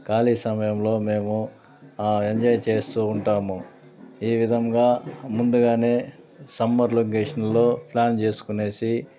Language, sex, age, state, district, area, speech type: Telugu, male, 30-45, Andhra Pradesh, Sri Balaji, urban, spontaneous